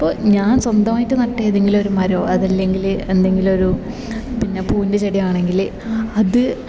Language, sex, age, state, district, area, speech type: Malayalam, female, 18-30, Kerala, Kasaragod, rural, spontaneous